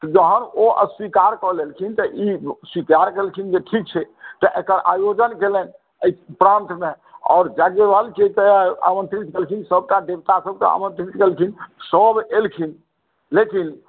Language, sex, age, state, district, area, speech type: Maithili, male, 60+, Bihar, Madhubani, urban, conversation